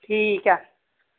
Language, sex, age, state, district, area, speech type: Dogri, female, 45-60, Jammu and Kashmir, Samba, rural, conversation